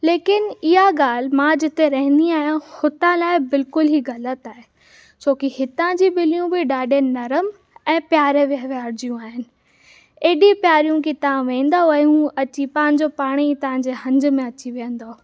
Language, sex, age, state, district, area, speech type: Sindhi, female, 18-30, Maharashtra, Mumbai Suburban, urban, spontaneous